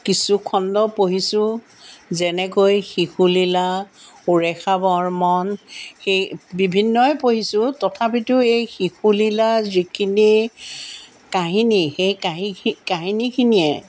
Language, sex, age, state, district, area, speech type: Assamese, female, 60+, Assam, Jorhat, urban, spontaneous